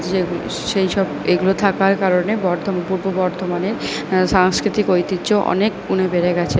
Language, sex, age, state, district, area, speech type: Bengali, female, 45-60, West Bengal, Purba Bardhaman, rural, spontaneous